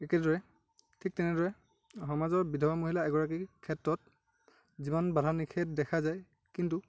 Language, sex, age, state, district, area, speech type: Assamese, male, 18-30, Assam, Lakhimpur, rural, spontaneous